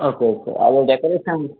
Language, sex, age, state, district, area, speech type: Kannada, male, 45-60, Karnataka, Chikkaballapur, urban, conversation